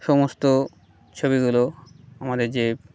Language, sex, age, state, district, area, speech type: Bengali, male, 30-45, West Bengal, Birbhum, urban, spontaneous